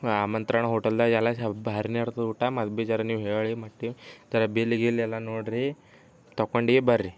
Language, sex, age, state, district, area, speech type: Kannada, male, 18-30, Karnataka, Bidar, urban, spontaneous